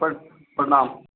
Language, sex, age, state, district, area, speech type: Hindi, male, 45-60, Bihar, Begusarai, rural, conversation